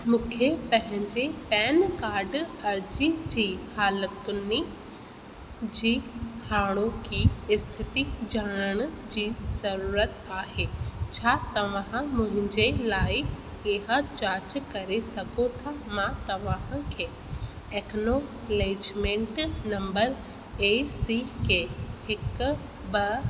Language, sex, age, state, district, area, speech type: Sindhi, female, 18-30, Rajasthan, Ajmer, urban, read